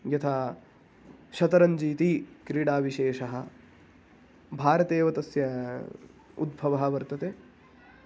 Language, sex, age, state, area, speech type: Sanskrit, male, 18-30, Haryana, rural, spontaneous